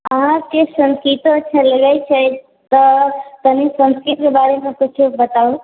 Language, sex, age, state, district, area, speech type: Maithili, female, 18-30, Bihar, Sitamarhi, rural, conversation